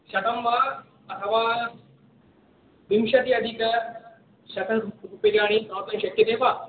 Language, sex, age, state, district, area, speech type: Sanskrit, female, 18-30, Kerala, Palakkad, rural, conversation